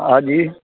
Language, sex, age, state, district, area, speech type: Gujarati, male, 60+, Gujarat, Narmada, urban, conversation